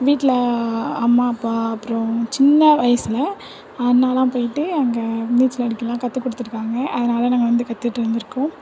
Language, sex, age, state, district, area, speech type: Tamil, female, 18-30, Tamil Nadu, Thanjavur, urban, spontaneous